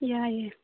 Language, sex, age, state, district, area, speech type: Manipuri, female, 18-30, Manipur, Churachandpur, urban, conversation